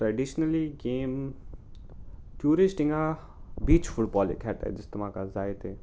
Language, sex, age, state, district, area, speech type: Goan Konkani, male, 18-30, Goa, Salcete, rural, spontaneous